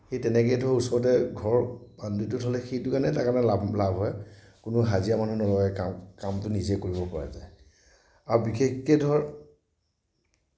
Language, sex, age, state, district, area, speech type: Assamese, male, 30-45, Assam, Nagaon, rural, spontaneous